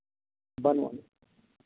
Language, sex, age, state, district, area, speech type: Santali, male, 45-60, Jharkhand, East Singhbhum, rural, conversation